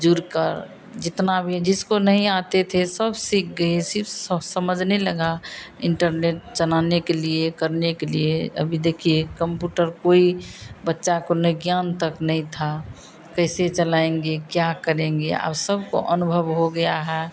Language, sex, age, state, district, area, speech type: Hindi, female, 60+, Bihar, Madhepura, rural, spontaneous